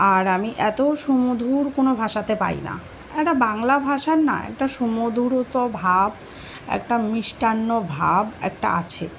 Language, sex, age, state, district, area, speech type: Bengali, female, 18-30, West Bengal, Dakshin Dinajpur, urban, spontaneous